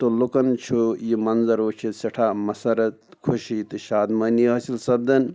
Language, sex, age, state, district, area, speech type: Kashmiri, male, 45-60, Jammu and Kashmir, Anantnag, rural, spontaneous